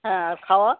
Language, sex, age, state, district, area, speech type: Bengali, male, 30-45, West Bengal, Birbhum, urban, conversation